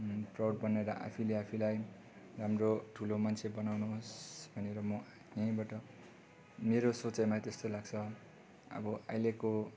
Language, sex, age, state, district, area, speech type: Nepali, male, 30-45, West Bengal, Darjeeling, rural, spontaneous